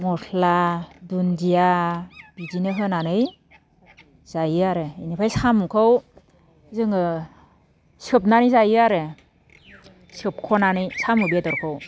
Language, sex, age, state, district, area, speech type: Bodo, female, 30-45, Assam, Baksa, rural, spontaneous